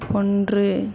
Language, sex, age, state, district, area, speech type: Tamil, female, 18-30, Tamil Nadu, Tiruvarur, rural, read